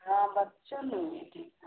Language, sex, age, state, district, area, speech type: Hindi, female, 60+, Bihar, Madhepura, rural, conversation